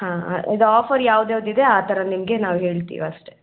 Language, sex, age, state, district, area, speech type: Kannada, female, 18-30, Karnataka, Chikkamagaluru, rural, conversation